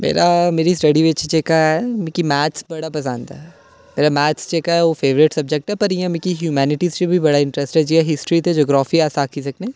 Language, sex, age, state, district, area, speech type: Dogri, male, 18-30, Jammu and Kashmir, Udhampur, urban, spontaneous